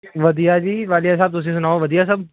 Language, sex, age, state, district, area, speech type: Punjabi, male, 18-30, Punjab, Ludhiana, urban, conversation